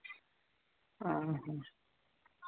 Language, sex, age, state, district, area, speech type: Santali, male, 18-30, Jharkhand, East Singhbhum, rural, conversation